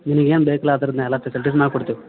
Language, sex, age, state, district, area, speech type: Kannada, male, 45-60, Karnataka, Belgaum, rural, conversation